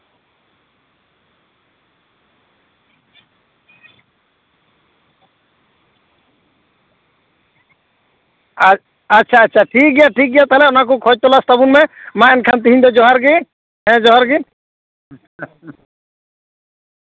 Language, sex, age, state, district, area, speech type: Santali, male, 45-60, West Bengal, Paschim Bardhaman, urban, conversation